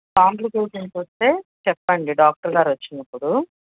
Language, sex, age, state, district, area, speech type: Telugu, female, 45-60, Andhra Pradesh, Bapatla, rural, conversation